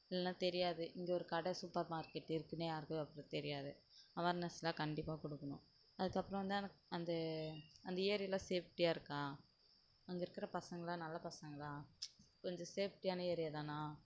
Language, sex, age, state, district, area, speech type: Tamil, female, 18-30, Tamil Nadu, Kallakurichi, rural, spontaneous